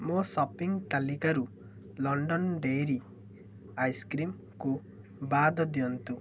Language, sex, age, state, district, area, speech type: Odia, male, 18-30, Odisha, Ganjam, urban, read